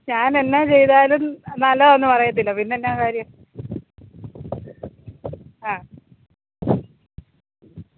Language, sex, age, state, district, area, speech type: Malayalam, female, 45-60, Kerala, Alappuzha, rural, conversation